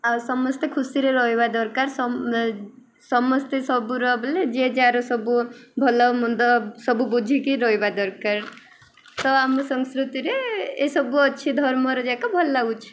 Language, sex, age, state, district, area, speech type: Odia, female, 18-30, Odisha, Koraput, urban, spontaneous